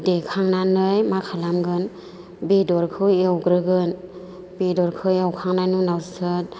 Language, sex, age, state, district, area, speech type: Bodo, female, 45-60, Assam, Chirang, rural, spontaneous